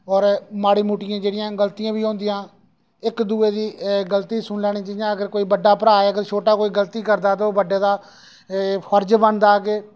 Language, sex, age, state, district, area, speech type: Dogri, male, 30-45, Jammu and Kashmir, Reasi, rural, spontaneous